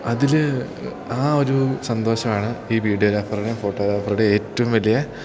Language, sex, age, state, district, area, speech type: Malayalam, male, 18-30, Kerala, Idukki, rural, spontaneous